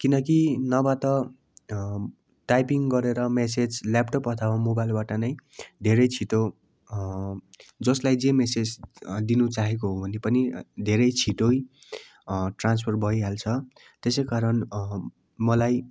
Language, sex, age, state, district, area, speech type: Nepali, male, 18-30, West Bengal, Darjeeling, rural, spontaneous